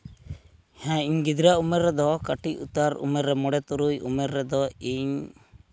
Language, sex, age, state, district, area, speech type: Santali, male, 45-60, West Bengal, Purulia, rural, spontaneous